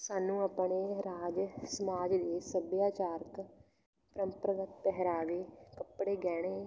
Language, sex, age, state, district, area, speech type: Punjabi, female, 18-30, Punjab, Fatehgarh Sahib, rural, spontaneous